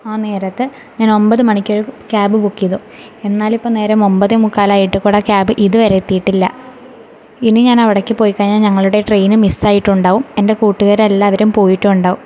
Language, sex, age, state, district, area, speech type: Malayalam, female, 18-30, Kerala, Thrissur, urban, spontaneous